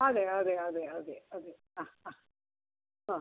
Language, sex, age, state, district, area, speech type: Malayalam, female, 60+, Kerala, Thiruvananthapuram, rural, conversation